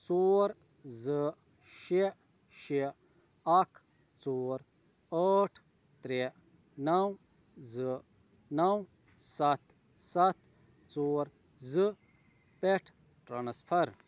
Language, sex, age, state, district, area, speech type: Kashmiri, male, 30-45, Jammu and Kashmir, Ganderbal, rural, read